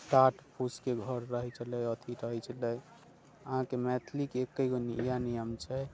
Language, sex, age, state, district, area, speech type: Maithili, male, 30-45, Bihar, Muzaffarpur, urban, spontaneous